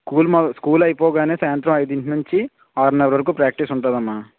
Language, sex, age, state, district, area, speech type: Telugu, male, 18-30, Andhra Pradesh, West Godavari, rural, conversation